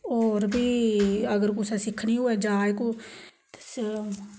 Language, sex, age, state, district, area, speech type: Dogri, female, 30-45, Jammu and Kashmir, Samba, rural, spontaneous